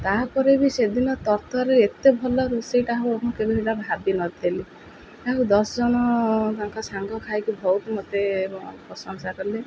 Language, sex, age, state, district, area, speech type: Odia, female, 30-45, Odisha, Jagatsinghpur, rural, spontaneous